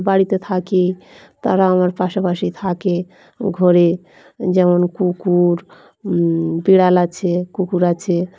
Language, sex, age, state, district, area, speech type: Bengali, female, 45-60, West Bengal, Dakshin Dinajpur, urban, spontaneous